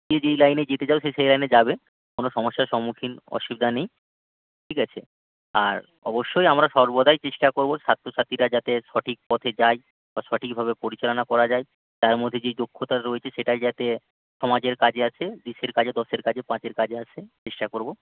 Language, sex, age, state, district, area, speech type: Bengali, male, 18-30, West Bengal, Jalpaiguri, rural, conversation